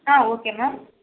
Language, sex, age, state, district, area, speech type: Tamil, female, 18-30, Tamil Nadu, Sivaganga, rural, conversation